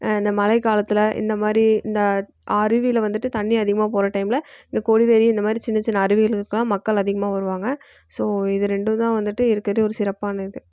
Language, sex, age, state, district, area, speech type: Tamil, female, 18-30, Tamil Nadu, Erode, rural, spontaneous